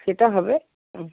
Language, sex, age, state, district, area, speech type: Bengali, female, 60+, West Bengal, Paschim Bardhaman, urban, conversation